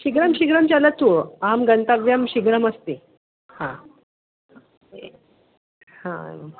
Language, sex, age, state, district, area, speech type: Sanskrit, female, 45-60, Maharashtra, Nagpur, urban, conversation